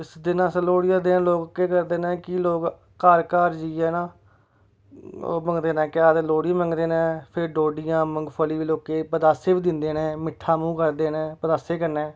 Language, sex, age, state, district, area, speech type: Dogri, male, 30-45, Jammu and Kashmir, Samba, rural, spontaneous